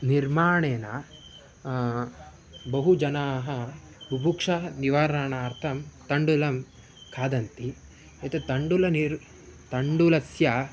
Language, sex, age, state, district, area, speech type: Sanskrit, male, 18-30, Karnataka, Shimoga, rural, spontaneous